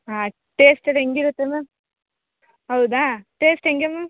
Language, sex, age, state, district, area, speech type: Kannada, female, 18-30, Karnataka, Kodagu, rural, conversation